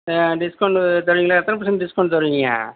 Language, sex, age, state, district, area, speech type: Tamil, male, 45-60, Tamil Nadu, Tiruchirappalli, rural, conversation